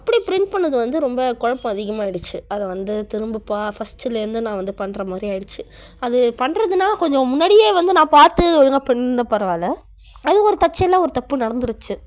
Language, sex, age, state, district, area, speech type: Tamil, female, 30-45, Tamil Nadu, Cuddalore, rural, spontaneous